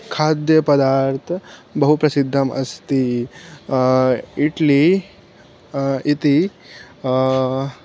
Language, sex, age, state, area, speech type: Sanskrit, male, 18-30, Chhattisgarh, urban, spontaneous